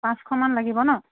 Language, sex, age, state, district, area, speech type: Assamese, female, 45-60, Assam, Golaghat, urban, conversation